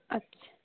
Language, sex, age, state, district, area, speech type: Urdu, female, 18-30, Delhi, East Delhi, urban, conversation